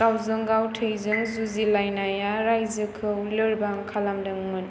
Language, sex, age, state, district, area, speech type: Bodo, female, 18-30, Assam, Chirang, urban, read